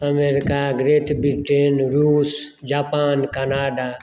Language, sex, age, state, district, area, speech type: Maithili, male, 45-60, Bihar, Madhubani, rural, spontaneous